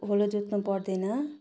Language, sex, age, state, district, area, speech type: Nepali, female, 45-60, West Bengal, Darjeeling, rural, spontaneous